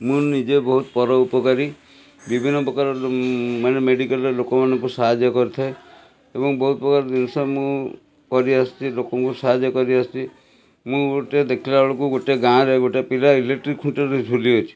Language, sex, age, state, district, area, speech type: Odia, male, 45-60, Odisha, Cuttack, urban, spontaneous